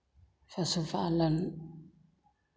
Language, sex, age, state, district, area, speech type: Hindi, female, 45-60, Bihar, Begusarai, rural, spontaneous